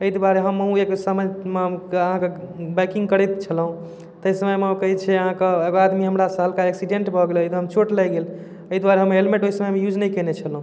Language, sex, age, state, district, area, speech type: Maithili, male, 18-30, Bihar, Darbhanga, urban, spontaneous